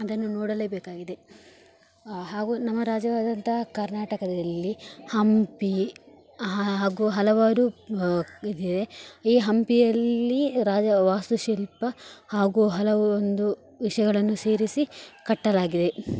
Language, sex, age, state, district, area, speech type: Kannada, female, 18-30, Karnataka, Dakshina Kannada, rural, spontaneous